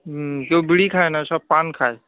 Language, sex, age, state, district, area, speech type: Bengali, male, 18-30, West Bengal, Darjeeling, urban, conversation